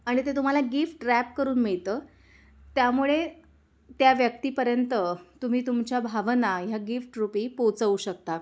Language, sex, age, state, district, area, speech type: Marathi, female, 30-45, Maharashtra, Kolhapur, urban, spontaneous